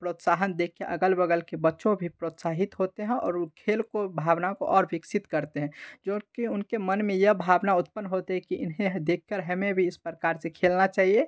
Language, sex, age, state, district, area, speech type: Hindi, male, 18-30, Bihar, Darbhanga, rural, spontaneous